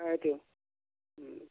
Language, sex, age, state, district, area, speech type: Assamese, male, 45-60, Assam, Nalbari, rural, conversation